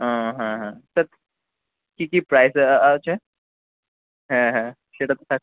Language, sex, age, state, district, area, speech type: Bengali, male, 18-30, West Bengal, Kolkata, urban, conversation